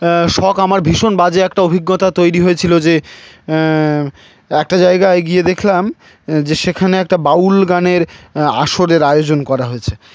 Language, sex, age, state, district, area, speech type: Bengali, male, 18-30, West Bengal, Howrah, urban, spontaneous